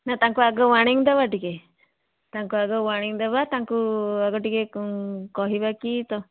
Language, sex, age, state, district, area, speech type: Odia, female, 60+, Odisha, Jharsuguda, rural, conversation